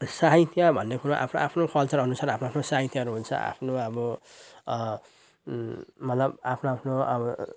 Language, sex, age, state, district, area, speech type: Nepali, male, 30-45, West Bengal, Jalpaiguri, urban, spontaneous